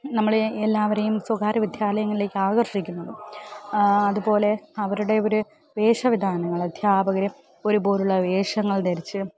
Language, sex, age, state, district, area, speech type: Malayalam, female, 30-45, Kerala, Thiruvananthapuram, urban, spontaneous